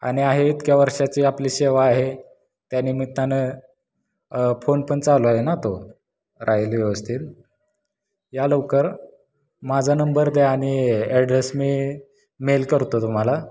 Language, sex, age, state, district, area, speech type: Marathi, male, 18-30, Maharashtra, Satara, rural, spontaneous